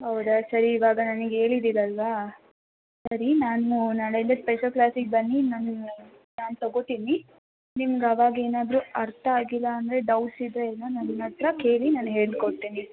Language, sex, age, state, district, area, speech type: Kannada, female, 18-30, Karnataka, Kolar, rural, conversation